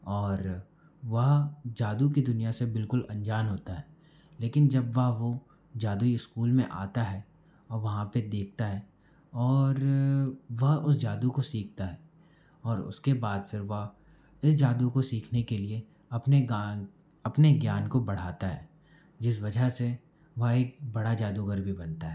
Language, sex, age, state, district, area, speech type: Hindi, male, 45-60, Madhya Pradesh, Bhopal, urban, spontaneous